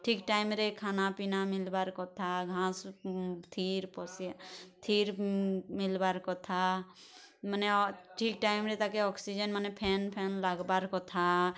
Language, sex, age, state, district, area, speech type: Odia, female, 30-45, Odisha, Bargarh, urban, spontaneous